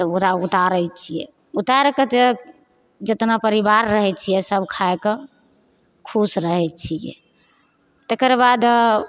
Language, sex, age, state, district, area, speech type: Maithili, female, 30-45, Bihar, Begusarai, rural, spontaneous